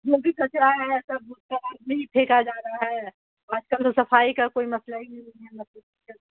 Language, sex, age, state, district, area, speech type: Urdu, female, 45-60, Bihar, Khagaria, rural, conversation